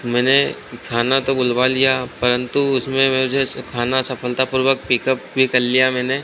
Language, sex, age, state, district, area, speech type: Hindi, male, 30-45, Madhya Pradesh, Harda, urban, spontaneous